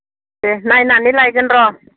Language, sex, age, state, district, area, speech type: Bodo, female, 45-60, Assam, Baksa, rural, conversation